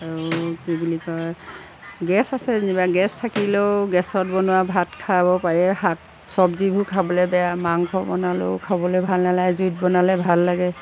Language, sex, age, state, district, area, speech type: Assamese, female, 60+, Assam, Golaghat, rural, spontaneous